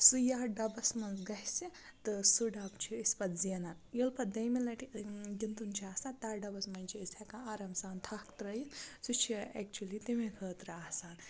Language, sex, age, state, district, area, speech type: Kashmiri, female, 18-30, Jammu and Kashmir, Baramulla, rural, spontaneous